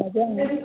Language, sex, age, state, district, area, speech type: Odia, female, 18-30, Odisha, Puri, urban, conversation